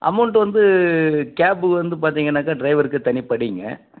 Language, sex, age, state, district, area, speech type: Tamil, male, 45-60, Tamil Nadu, Dharmapuri, rural, conversation